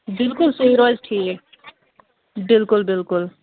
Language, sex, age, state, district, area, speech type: Kashmiri, female, 45-60, Jammu and Kashmir, Kulgam, rural, conversation